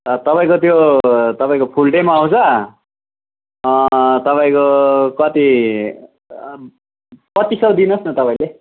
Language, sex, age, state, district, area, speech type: Nepali, male, 30-45, West Bengal, Kalimpong, rural, conversation